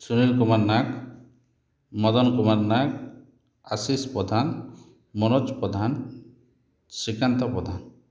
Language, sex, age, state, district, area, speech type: Odia, male, 30-45, Odisha, Kalahandi, rural, spontaneous